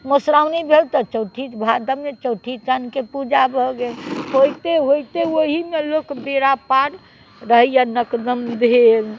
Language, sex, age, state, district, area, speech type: Maithili, female, 60+, Bihar, Muzaffarpur, rural, spontaneous